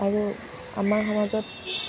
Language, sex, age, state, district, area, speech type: Assamese, female, 18-30, Assam, Jorhat, rural, spontaneous